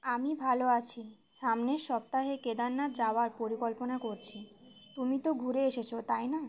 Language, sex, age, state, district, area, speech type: Bengali, female, 18-30, West Bengal, Uttar Dinajpur, rural, read